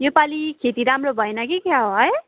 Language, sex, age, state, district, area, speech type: Nepali, female, 18-30, West Bengal, Darjeeling, rural, conversation